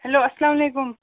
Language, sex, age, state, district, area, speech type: Kashmiri, female, 18-30, Jammu and Kashmir, Baramulla, rural, conversation